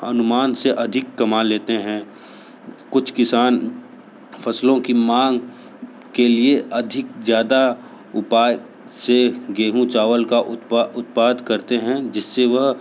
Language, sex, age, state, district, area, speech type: Hindi, male, 60+, Uttar Pradesh, Sonbhadra, rural, spontaneous